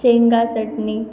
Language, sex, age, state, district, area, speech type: Marathi, female, 18-30, Maharashtra, Nanded, rural, spontaneous